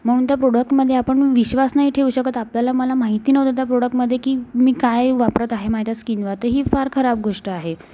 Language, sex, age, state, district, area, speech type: Marathi, female, 18-30, Maharashtra, Amravati, urban, spontaneous